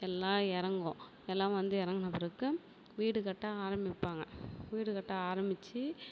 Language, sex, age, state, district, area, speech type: Tamil, female, 30-45, Tamil Nadu, Perambalur, rural, spontaneous